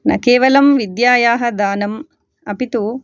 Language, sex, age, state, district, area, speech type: Sanskrit, female, 30-45, Karnataka, Shimoga, rural, spontaneous